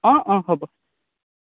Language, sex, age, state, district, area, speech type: Assamese, male, 30-45, Assam, Lakhimpur, rural, conversation